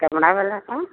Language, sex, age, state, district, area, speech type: Hindi, female, 45-60, Bihar, Begusarai, rural, conversation